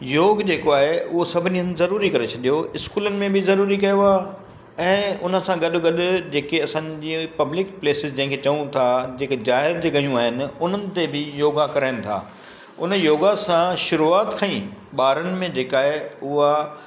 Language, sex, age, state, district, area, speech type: Sindhi, male, 60+, Gujarat, Kutch, urban, spontaneous